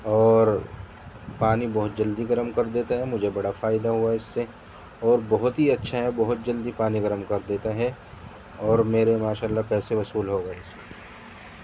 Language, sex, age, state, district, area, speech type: Urdu, male, 30-45, Delhi, Central Delhi, urban, spontaneous